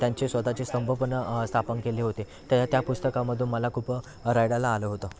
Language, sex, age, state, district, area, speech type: Marathi, male, 18-30, Maharashtra, Thane, urban, spontaneous